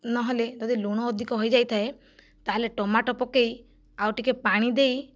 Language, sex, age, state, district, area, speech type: Odia, female, 45-60, Odisha, Kandhamal, rural, spontaneous